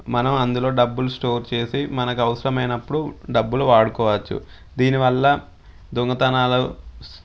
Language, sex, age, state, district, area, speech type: Telugu, male, 18-30, Telangana, Sangareddy, rural, spontaneous